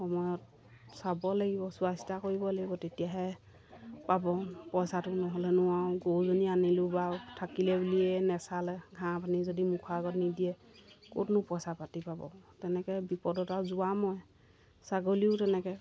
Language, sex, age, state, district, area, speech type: Assamese, female, 30-45, Assam, Golaghat, rural, spontaneous